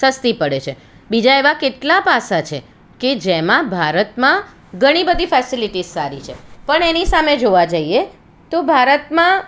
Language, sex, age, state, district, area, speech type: Gujarati, female, 45-60, Gujarat, Surat, urban, spontaneous